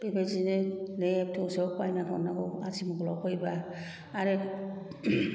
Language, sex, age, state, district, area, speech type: Bodo, female, 60+, Assam, Kokrajhar, rural, spontaneous